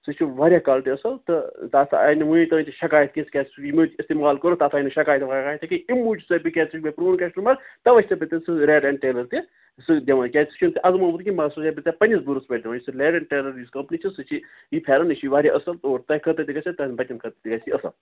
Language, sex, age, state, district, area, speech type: Kashmiri, male, 30-45, Jammu and Kashmir, Kupwara, rural, conversation